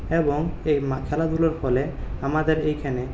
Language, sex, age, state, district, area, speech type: Bengali, male, 30-45, West Bengal, Purulia, urban, spontaneous